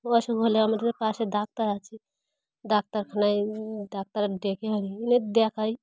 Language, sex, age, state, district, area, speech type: Bengali, female, 30-45, West Bengal, Dakshin Dinajpur, urban, spontaneous